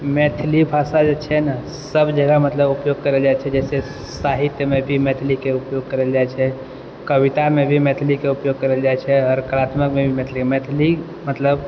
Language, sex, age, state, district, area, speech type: Maithili, male, 18-30, Bihar, Purnia, urban, spontaneous